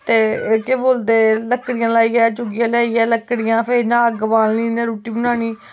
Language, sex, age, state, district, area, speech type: Dogri, female, 18-30, Jammu and Kashmir, Kathua, rural, spontaneous